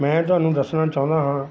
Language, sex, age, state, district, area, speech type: Punjabi, male, 45-60, Punjab, Mansa, urban, spontaneous